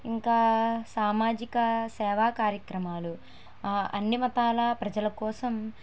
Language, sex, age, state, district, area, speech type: Telugu, female, 18-30, Andhra Pradesh, N T Rama Rao, urban, spontaneous